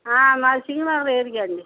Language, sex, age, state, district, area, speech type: Telugu, female, 60+, Andhra Pradesh, Krishna, urban, conversation